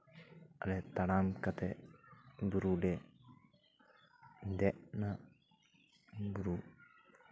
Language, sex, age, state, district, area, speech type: Santali, male, 30-45, West Bengal, Paschim Bardhaman, rural, spontaneous